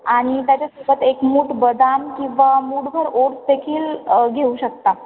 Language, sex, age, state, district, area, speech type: Marathi, female, 18-30, Maharashtra, Ahmednagar, urban, conversation